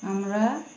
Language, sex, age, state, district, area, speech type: Bengali, female, 18-30, West Bengal, Uttar Dinajpur, urban, spontaneous